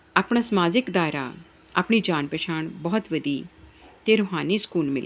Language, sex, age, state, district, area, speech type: Punjabi, female, 45-60, Punjab, Ludhiana, urban, spontaneous